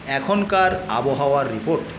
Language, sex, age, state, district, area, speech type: Bengali, male, 60+, West Bengal, Paschim Medinipur, rural, read